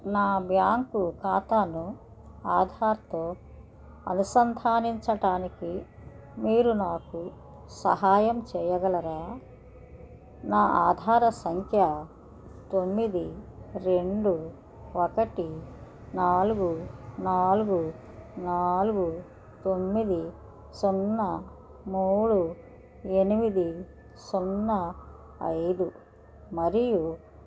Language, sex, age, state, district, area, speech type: Telugu, female, 60+, Andhra Pradesh, Krishna, rural, read